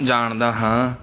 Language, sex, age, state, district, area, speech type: Punjabi, male, 30-45, Punjab, Muktsar, urban, spontaneous